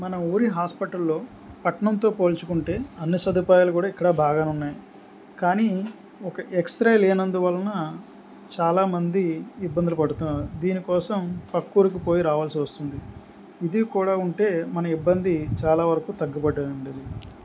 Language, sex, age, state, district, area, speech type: Telugu, male, 45-60, Andhra Pradesh, Anakapalli, rural, spontaneous